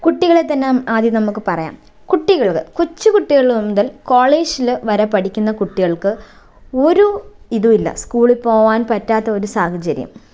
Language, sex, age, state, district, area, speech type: Malayalam, female, 18-30, Kerala, Thiruvananthapuram, rural, spontaneous